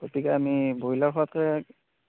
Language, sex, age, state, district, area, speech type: Assamese, male, 45-60, Assam, Darrang, rural, conversation